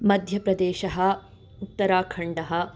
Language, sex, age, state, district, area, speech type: Sanskrit, female, 30-45, Andhra Pradesh, Guntur, urban, spontaneous